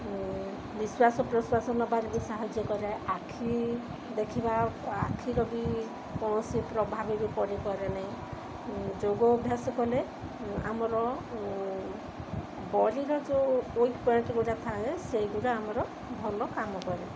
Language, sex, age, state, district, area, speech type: Odia, female, 30-45, Odisha, Sundergarh, urban, spontaneous